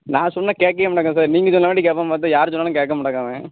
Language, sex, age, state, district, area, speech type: Tamil, male, 18-30, Tamil Nadu, Thoothukudi, rural, conversation